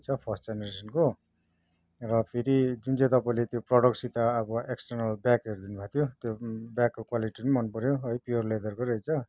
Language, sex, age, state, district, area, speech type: Nepali, male, 45-60, West Bengal, Kalimpong, rural, spontaneous